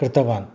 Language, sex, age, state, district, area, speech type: Sanskrit, male, 60+, Karnataka, Udupi, urban, spontaneous